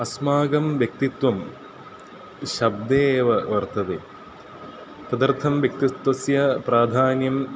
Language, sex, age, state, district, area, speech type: Sanskrit, male, 18-30, Kerala, Ernakulam, rural, spontaneous